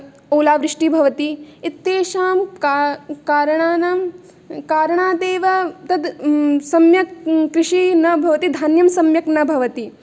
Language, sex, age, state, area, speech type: Sanskrit, female, 18-30, Rajasthan, urban, spontaneous